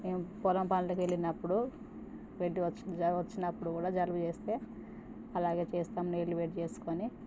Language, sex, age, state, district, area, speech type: Telugu, female, 30-45, Telangana, Jangaon, rural, spontaneous